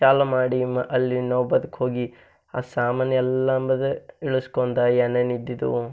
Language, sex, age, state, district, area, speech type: Kannada, male, 18-30, Karnataka, Bidar, urban, spontaneous